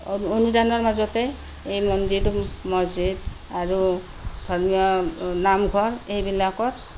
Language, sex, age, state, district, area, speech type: Assamese, female, 45-60, Assam, Kamrup Metropolitan, urban, spontaneous